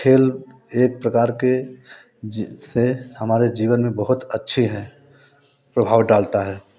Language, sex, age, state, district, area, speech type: Hindi, male, 30-45, Uttar Pradesh, Prayagraj, rural, spontaneous